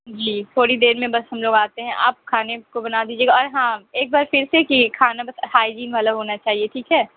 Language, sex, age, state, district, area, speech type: Urdu, female, 18-30, Bihar, Gaya, urban, conversation